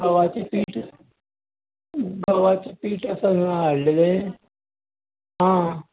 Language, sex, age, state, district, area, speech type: Goan Konkani, male, 60+, Goa, Bardez, rural, conversation